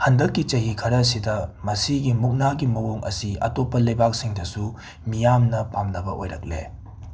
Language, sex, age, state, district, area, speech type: Manipuri, male, 18-30, Manipur, Imphal West, urban, read